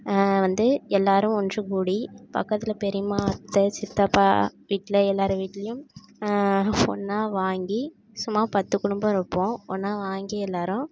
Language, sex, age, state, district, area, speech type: Tamil, female, 18-30, Tamil Nadu, Tiruvarur, rural, spontaneous